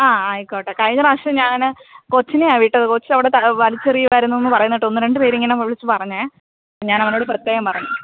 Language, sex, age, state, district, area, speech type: Malayalam, female, 18-30, Kerala, Alappuzha, rural, conversation